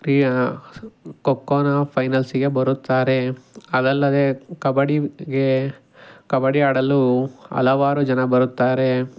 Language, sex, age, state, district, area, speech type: Kannada, male, 18-30, Karnataka, Tumkur, rural, spontaneous